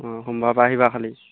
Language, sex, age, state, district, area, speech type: Assamese, male, 18-30, Assam, Golaghat, rural, conversation